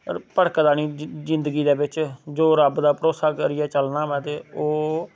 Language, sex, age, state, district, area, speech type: Dogri, male, 30-45, Jammu and Kashmir, Samba, rural, spontaneous